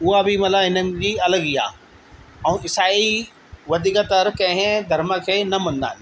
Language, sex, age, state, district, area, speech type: Sindhi, male, 60+, Delhi, South Delhi, urban, spontaneous